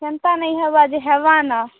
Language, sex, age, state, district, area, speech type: Odia, female, 18-30, Odisha, Kalahandi, rural, conversation